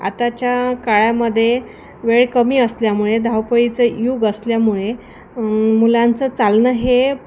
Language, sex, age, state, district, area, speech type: Marathi, female, 30-45, Maharashtra, Thane, urban, spontaneous